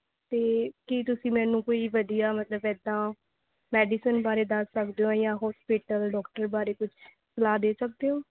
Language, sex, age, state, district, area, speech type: Punjabi, female, 18-30, Punjab, Mohali, rural, conversation